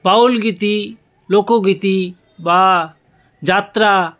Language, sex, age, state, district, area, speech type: Bengali, male, 60+, West Bengal, South 24 Parganas, rural, spontaneous